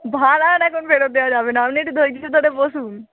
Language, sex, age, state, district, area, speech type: Bengali, female, 18-30, West Bengal, Darjeeling, rural, conversation